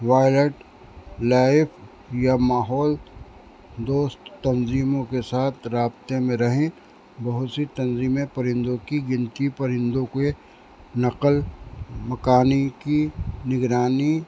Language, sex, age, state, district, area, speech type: Urdu, male, 60+, Uttar Pradesh, Rampur, urban, spontaneous